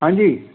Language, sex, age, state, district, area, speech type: Sindhi, male, 60+, Delhi, South Delhi, urban, conversation